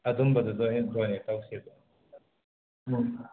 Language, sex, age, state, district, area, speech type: Manipuri, male, 30-45, Manipur, Imphal West, rural, conversation